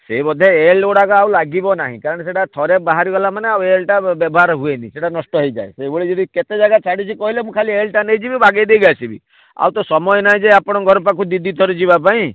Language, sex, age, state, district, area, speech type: Odia, male, 60+, Odisha, Bhadrak, rural, conversation